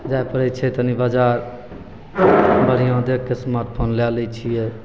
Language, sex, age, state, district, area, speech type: Maithili, male, 18-30, Bihar, Begusarai, rural, spontaneous